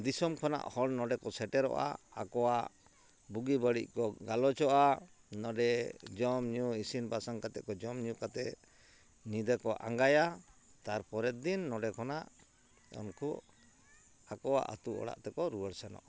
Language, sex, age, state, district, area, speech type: Santali, male, 45-60, West Bengal, Purulia, rural, spontaneous